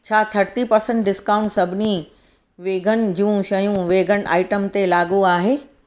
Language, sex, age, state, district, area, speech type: Sindhi, female, 45-60, Gujarat, Surat, urban, read